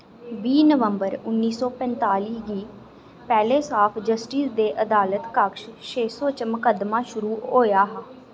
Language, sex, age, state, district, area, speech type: Dogri, female, 18-30, Jammu and Kashmir, Reasi, urban, read